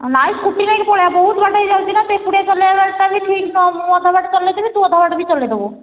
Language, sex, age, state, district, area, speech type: Odia, female, 18-30, Odisha, Nayagarh, rural, conversation